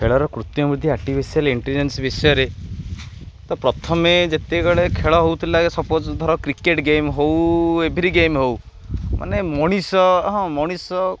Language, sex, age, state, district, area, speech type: Odia, male, 18-30, Odisha, Jagatsinghpur, urban, spontaneous